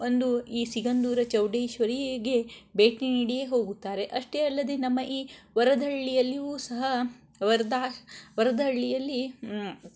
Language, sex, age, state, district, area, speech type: Kannada, female, 45-60, Karnataka, Shimoga, rural, spontaneous